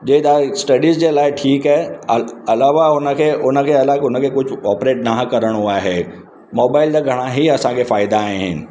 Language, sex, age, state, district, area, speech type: Sindhi, male, 45-60, Maharashtra, Mumbai Suburban, urban, spontaneous